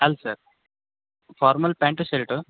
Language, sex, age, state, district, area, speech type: Kannada, male, 18-30, Karnataka, Gadag, rural, conversation